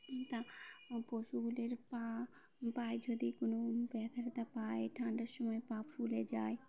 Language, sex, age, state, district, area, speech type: Bengali, female, 18-30, West Bengal, Birbhum, urban, spontaneous